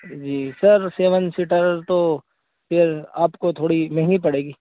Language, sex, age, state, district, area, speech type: Urdu, male, 18-30, Uttar Pradesh, Saharanpur, urban, conversation